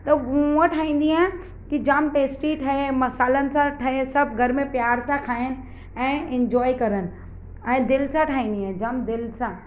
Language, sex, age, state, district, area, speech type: Sindhi, female, 30-45, Maharashtra, Mumbai Suburban, urban, spontaneous